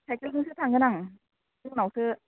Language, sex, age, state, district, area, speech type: Bodo, female, 45-60, Assam, Chirang, rural, conversation